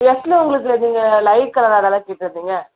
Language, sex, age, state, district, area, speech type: Tamil, female, 30-45, Tamil Nadu, Tiruvallur, rural, conversation